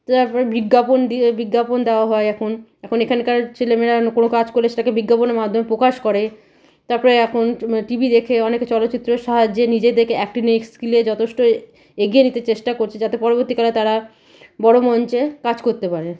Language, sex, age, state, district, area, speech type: Bengali, female, 30-45, West Bengal, Malda, rural, spontaneous